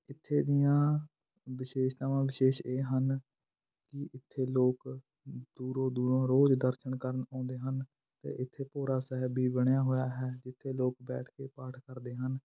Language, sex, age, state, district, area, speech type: Punjabi, male, 18-30, Punjab, Fatehgarh Sahib, rural, spontaneous